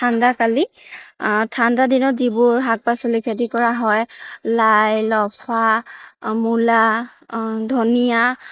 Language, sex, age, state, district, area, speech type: Assamese, female, 30-45, Assam, Morigaon, rural, spontaneous